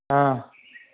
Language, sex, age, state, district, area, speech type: Hindi, male, 45-60, Bihar, Begusarai, urban, conversation